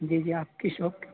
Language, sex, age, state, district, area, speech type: Urdu, male, 18-30, Uttar Pradesh, Saharanpur, urban, conversation